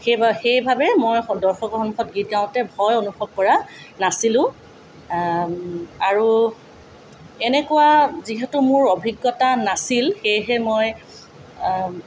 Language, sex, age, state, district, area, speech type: Assamese, female, 45-60, Assam, Tinsukia, rural, spontaneous